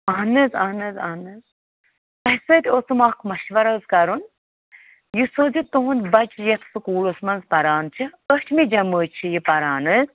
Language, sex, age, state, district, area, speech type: Kashmiri, female, 45-60, Jammu and Kashmir, Bandipora, rural, conversation